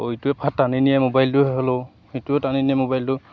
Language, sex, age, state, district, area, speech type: Assamese, male, 18-30, Assam, Lakhimpur, rural, spontaneous